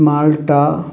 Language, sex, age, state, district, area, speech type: Malayalam, male, 45-60, Kerala, Palakkad, rural, spontaneous